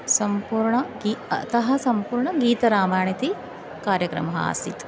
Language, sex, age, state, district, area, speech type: Sanskrit, female, 45-60, Maharashtra, Nagpur, urban, spontaneous